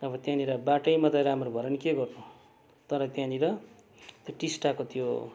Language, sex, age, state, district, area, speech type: Nepali, male, 45-60, West Bengal, Darjeeling, rural, spontaneous